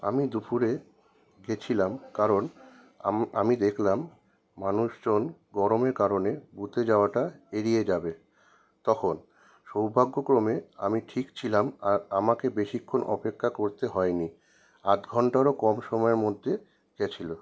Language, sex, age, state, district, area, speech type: Bengali, male, 30-45, West Bengal, Kolkata, urban, read